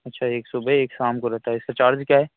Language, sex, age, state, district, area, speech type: Hindi, male, 30-45, Madhya Pradesh, Hoshangabad, rural, conversation